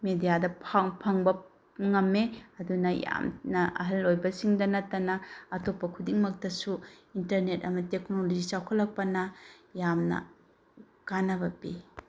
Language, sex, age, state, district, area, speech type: Manipuri, female, 45-60, Manipur, Bishnupur, rural, spontaneous